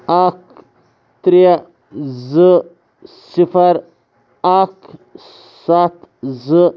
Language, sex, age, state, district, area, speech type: Kashmiri, male, 18-30, Jammu and Kashmir, Kulgam, urban, read